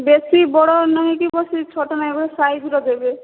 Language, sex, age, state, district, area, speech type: Odia, female, 18-30, Odisha, Boudh, rural, conversation